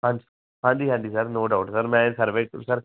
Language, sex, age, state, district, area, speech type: Punjabi, male, 18-30, Punjab, Shaheed Bhagat Singh Nagar, urban, conversation